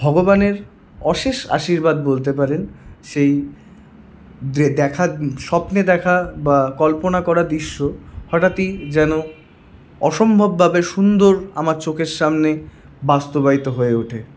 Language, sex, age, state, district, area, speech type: Bengali, male, 18-30, West Bengal, Paschim Bardhaman, urban, spontaneous